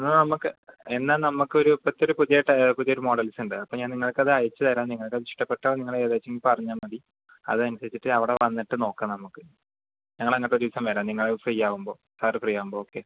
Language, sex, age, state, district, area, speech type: Malayalam, male, 18-30, Kerala, Palakkad, urban, conversation